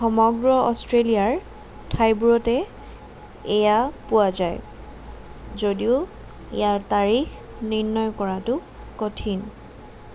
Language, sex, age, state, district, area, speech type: Assamese, female, 18-30, Assam, Jorhat, urban, read